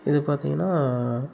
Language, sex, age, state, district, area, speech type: Tamil, male, 30-45, Tamil Nadu, Kallakurichi, urban, spontaneous